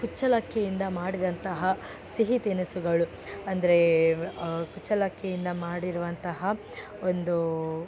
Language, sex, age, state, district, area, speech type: Kannada, female, 18-30, Karnataka, Dakshina Kannada, rural, spontaneous